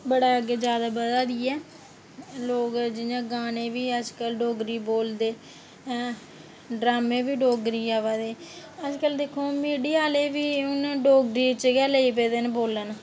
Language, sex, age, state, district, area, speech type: Dogri, female, 30-45, Jammu and Kashmir, Reasi, rural, spontaneous